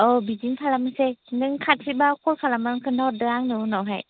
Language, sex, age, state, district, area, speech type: Bodo, female, 30-45, Assam, Chirang, rural, conversation